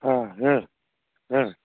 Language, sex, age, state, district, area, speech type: Kannada, male, 45-60, Karnataka, Bagalkot, rural, conversation